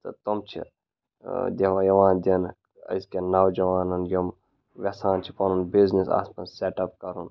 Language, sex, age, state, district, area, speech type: Kashmiri, male, 18-30, Jammu and Kashmir, Ganderbal, rural, spontaneous